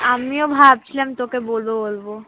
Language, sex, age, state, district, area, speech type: Bengali, female, 30-45, West Bengal, Kolkata, urban, conversation